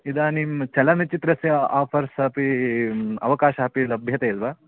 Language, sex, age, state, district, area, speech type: Sanskrit, male, 18-30, Karnataka, Uttara Kannada, rural, conversation